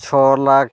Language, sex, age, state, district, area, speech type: Santali, male, 30-45, Jharkhand, Pakur, rural, spontaneous